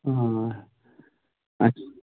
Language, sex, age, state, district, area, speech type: Kashmiri, male, 30-45, Jammu and Kashmir, Pulwama, urban, conversation